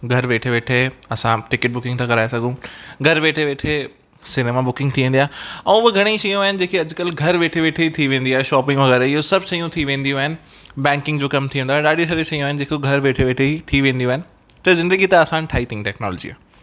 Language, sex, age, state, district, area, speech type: Sindhi, male, 18-30, Rajasthan, Ajmer, urban, spontaneous